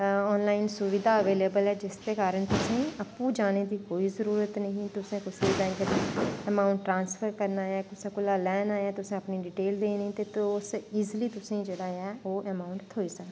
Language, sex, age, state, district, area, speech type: Dogri, female, 30-45, Jammu and Kashmir, Udhampur, urban, spontaneous